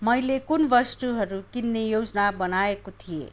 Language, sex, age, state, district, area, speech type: Nepali, male, 30-45, West Bengal, Kalimpong, rural, read